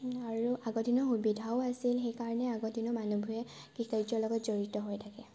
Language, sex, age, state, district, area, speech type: Assamese, female, 18-30, Assam, Sivasagar, urban, spontaneous